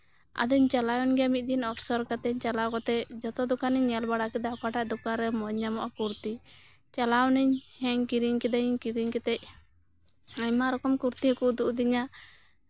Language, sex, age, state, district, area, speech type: Santali, female, 30-45, West Bengal, Birbhum, rural, spontaneous